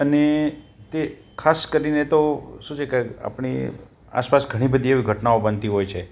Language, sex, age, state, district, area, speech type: Gujarati, male, 60+, Gujarat, Rajkot, urban, spontaneous